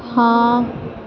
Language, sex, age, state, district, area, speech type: Urdu, female, 18-30, Uttar Pradesh, Aligarh, urban, read